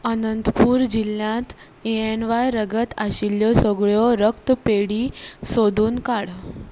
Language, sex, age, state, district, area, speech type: Goan Konkani, female, 18-30, Goa, Ponda, rural, read